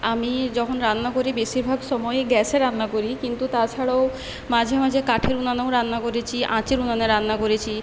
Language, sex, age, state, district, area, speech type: Bengali, female, 18-30, West Bengal, Paschim Medinipur, rural, spontaneous